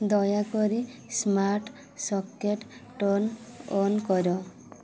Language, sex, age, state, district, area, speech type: Odia, female, 18-30, Odisha, Mayurbhanj, rural, read